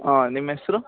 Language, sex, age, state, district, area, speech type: Kannada, male, 18-30, Karnataka, Chikkamagaluru, rural, conversation